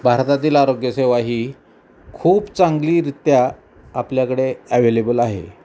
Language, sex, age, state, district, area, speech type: Marathi, male, 45-60, Maharashtra, Osmanabad, rural, spontaneous